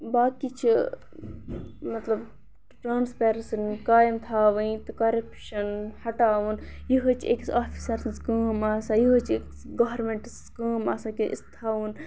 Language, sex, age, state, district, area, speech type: Kashmiri, female, 18-30, Jammu and Kashmir, Kupwara, urban, spontaneous